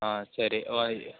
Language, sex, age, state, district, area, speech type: Kannada, male, 18-30, Karnataka, Shimoga, rural, conversation